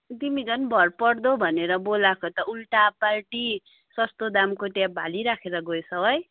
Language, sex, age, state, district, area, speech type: Nepali, female, 18-30, West Bengal, Kalimpong, rural, conversation